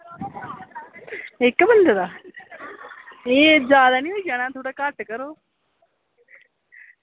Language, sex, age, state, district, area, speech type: Dogri, female, 30-45, Jammu and Kashmir, Udhampur, rural, conversation